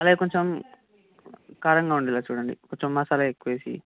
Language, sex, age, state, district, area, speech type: Telugu, male, 18-30, Telangana, Sangareddy, urban, conversation